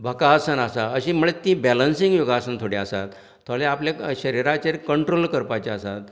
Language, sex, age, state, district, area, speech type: Goan Konkani, male, 60+, Goa, Canacona, rural, spontaneous